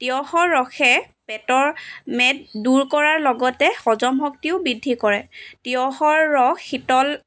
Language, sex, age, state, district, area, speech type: Assamese, female, 45-60, Assam, Dibrugarh, rural, spontaneous